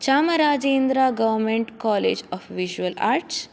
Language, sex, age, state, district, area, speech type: Sanskrit, female, 18-30, Karnataka, Udupi, urban, spontaneous